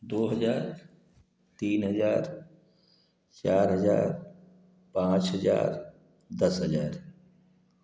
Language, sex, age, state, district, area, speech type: Hindi, male, 45-60, Uttar Pradesh, Prayagraj, rural, spontaneous